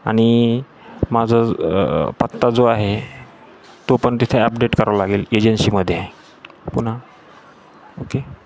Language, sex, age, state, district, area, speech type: Marathi, male, 45-60, Maharashtra, Jalna, urban, spontaneous